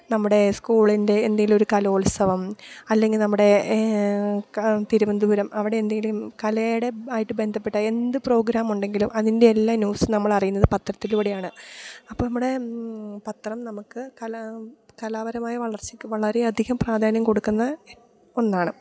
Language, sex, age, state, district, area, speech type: Malayalam, female, 30-45, Kerala, Idukki, rural, spontaneous